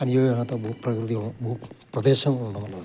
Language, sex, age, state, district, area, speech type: Malayalam, male, 60+, Kerala, Idukki, rural, spontaneous